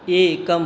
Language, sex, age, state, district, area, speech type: Sanskrit, male, 18-30, West Bengal, Alipurduar, rural, read